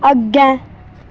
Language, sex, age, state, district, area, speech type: Dogri, female, 18-30, Jammu and Kashmir, Kathua, rural, read